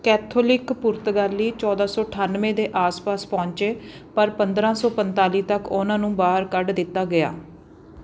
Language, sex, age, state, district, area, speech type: Punjabi, female, 30-45, Punjab, Patiala, urban, read